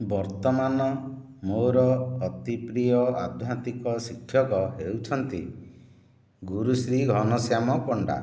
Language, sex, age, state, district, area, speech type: Odia, male, 60+, Odisha, Nayagarh, rural, spontaneous